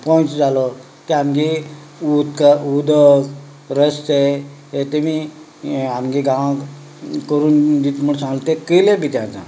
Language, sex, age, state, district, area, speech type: Goan Konkani, male, 45-60, Goa, Canacona, rural, spontaneous